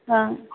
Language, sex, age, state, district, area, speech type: Hindi, female, 60+, Uttar Pradesh, Hardoi, rural, conversation